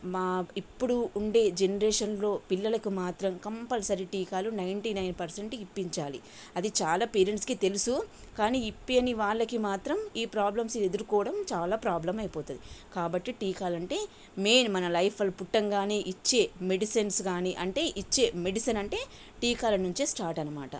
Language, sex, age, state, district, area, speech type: Telugu, female, 45-60, Telangana, Sangareddy, urban, spontaneous